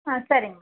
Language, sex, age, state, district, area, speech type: Tamil, female, 45-60, Tamil Nadu, Dharmapuri, urban, conversation